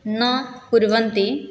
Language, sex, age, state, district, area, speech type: Sanskrit, female, 18-30, Assam, Biswanath, rural, spontaneous